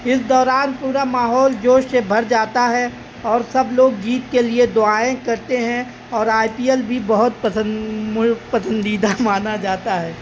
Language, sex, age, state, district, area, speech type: Urdu, male, 18-30, Uttar Pradesh, Azamgarh, rural, spontaneous